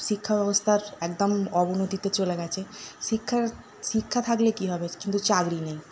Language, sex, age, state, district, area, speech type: Bengali, female, 18-30, West Bengal, Howrah, urban, spontaneous